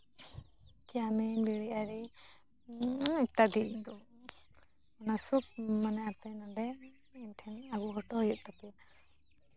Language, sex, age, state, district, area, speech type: Santali, female, 18-30, West Bengal, Jhargram, rural, spontaneous